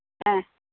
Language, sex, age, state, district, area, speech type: Tamil, female, 60+, Tamil Nadu, Namakkal, rural, conversation